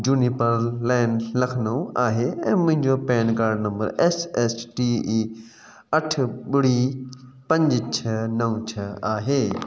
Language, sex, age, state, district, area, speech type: Sindhi, male, 30-45, Uttar Pradesh, Lucknow, urban, read